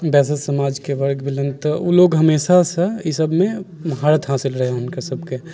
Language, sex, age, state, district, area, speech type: Maithili, male, 18-30, Bihar, Sitamarhi, rural, spontaneous